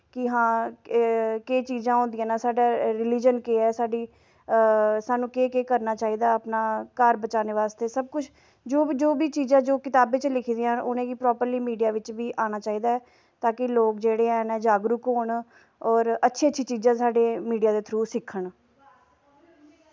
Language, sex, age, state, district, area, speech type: Dogri, female, 18-30, Jammu and Kashmir, Samba, rural, spontaneous